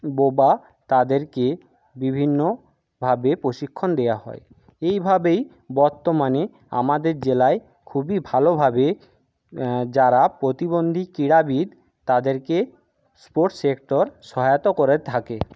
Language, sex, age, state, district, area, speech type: Bengali, male, 60+, West Bengal, Jhargram, rural, spontaneous